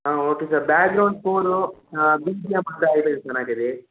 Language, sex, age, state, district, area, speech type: Telugu, male, 18-30, Andhra Pradesh, Chittoor, urban, conversation